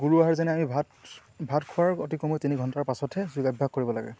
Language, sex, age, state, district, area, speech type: Assamese, male, 18-30, Assam, Lakhimpur, rural, spontaneous